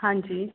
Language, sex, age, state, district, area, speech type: Punjabi, female, 30-45, Punjab, Rupnagar, urban, conversation